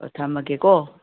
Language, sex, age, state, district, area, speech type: Manipuri, female, 60+, Manipur, Kangpokpi, urban, conversation